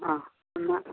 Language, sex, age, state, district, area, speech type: Malayalam, female, 45-60, Kerala, Wayanad, rural, conversation